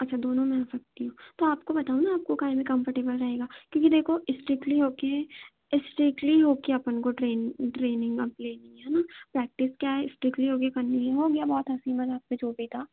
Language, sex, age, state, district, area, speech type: Hindi, female, 18-30, Madhya Pradesh, Chhindwara, urban, conversation